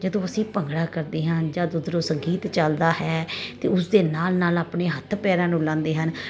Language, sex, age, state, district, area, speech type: Punjabi, female, 30-45, Punjab, Kapurthala, urban, spontaneous